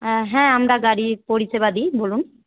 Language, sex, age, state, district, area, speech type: Bengali, female, 18-30, West Bengal, Paschim Medinipur, rural, conversation